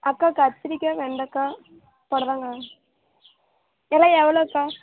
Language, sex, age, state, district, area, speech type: Tamil, female, 18-30, Tamil Nadu, Namakkal, rural, conversation